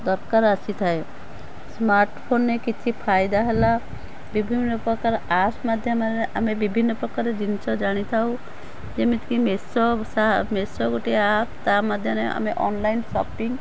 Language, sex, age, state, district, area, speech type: Odia, female, 45-60, Odisha, Cuttack, urban, spontaneous